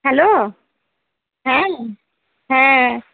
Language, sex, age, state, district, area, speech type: Bengali, female, 45-60, West Bengal, Kolkata, urban, conversation